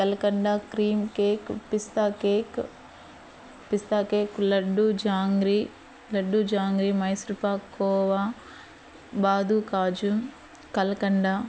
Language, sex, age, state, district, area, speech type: Telugu, female, 18-30, Andhra Pradesh, Eluru, urban, spontaneous